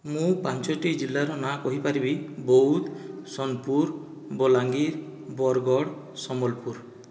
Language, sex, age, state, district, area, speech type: Odia, male, 45-60, Odisha, Boudh, rural, spontaneous